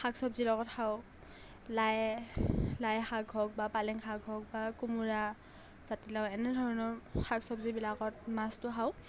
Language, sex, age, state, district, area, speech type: Assamese, female, 18-30, Assam, Morigaon, rural, spontaneous